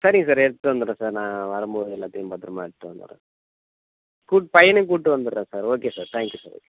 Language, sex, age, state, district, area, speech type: Tamil, male, 30-45, Tamil Nadu, Tiruchirappalli, rural, conversation